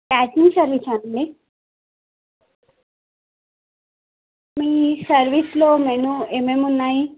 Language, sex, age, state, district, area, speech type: Telugu, female, 18-30, Telangana, Nagarkurnool, urban, conversation